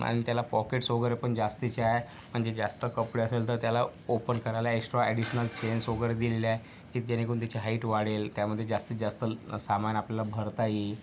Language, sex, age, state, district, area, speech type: Marathi, male, 30-45, Maharashtra, Yavatmal, rural, spontaneous